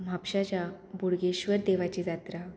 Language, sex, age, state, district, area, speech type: Goan Konkani, female, 18-30, Goa, Murmgao, urban, spontaneous